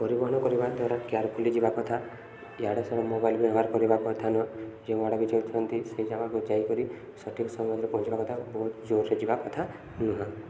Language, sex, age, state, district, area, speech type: Odia, male, 18-30, Odisha, Subarnapur, urban, spontaneous